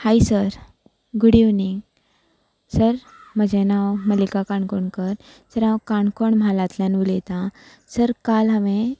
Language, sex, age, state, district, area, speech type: Goan Konkani, female, 18-30, Goa, Canacona, rural, spontaneous